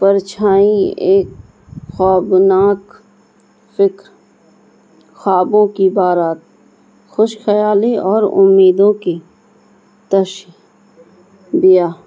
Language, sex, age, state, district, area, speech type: Urdu, female, 30-45, Bihar, Gaya, rural, spontaneous